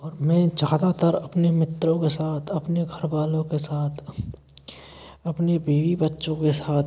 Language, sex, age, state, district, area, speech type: Hindi, male, 18-30, Rajasthan, Bharatpur, rural, spontaneous